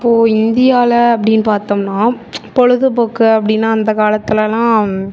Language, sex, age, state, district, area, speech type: Tamil, female, 30-45, Tamil Nadu, Mayiladuthurai, urban, spontaneous